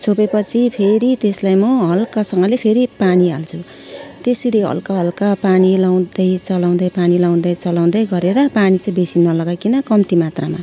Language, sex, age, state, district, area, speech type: Nepali, female, 45-60, West Bengal, Jalpaiguri, urban, spontaneous